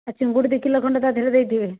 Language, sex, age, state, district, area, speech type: Odia, female, 30-45, Odisha, Jajpur, rural, conversation